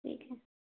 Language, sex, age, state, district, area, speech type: Hindi, female, 18-30, Madhya Pradesh, Hoshangabad, urban, conversation